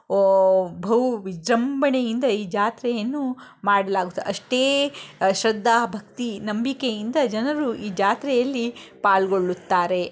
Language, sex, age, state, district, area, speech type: Kannada, female, 30-45, Karnataka, Shimoga, rural, spontaneous